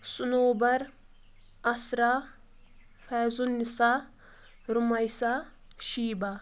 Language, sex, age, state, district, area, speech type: Kashmiri, female, 18-30, Jammu and Kashmir, Anantnag, rural, spontaneous